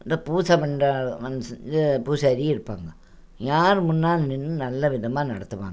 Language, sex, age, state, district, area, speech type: Tamil, female, 60+, Tamil Nadu, Coimbatore, urban, spontaneous